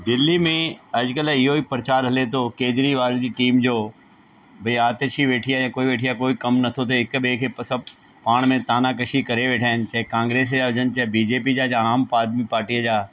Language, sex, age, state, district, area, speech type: Sindhi, male, 45-60, Delhi, South Delhi, urban, spontaneous